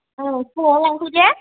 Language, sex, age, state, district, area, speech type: Bodo, female, 18-30, Assam, Kokrajhar, rural, conversation